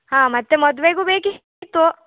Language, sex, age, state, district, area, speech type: Kannada, female, 18-30, Karnataka, Uttara Kannada, rural, conversation